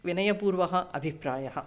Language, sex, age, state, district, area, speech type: Sanskrit, female, 45-60, Tamil Nadu, Chennai, urban, spontaneous